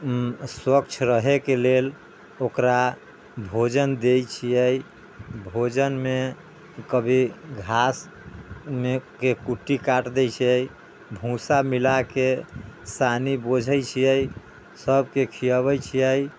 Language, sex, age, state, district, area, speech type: Maithili, male, 60+, Bihar, Sitamarhi, rural, spontaneous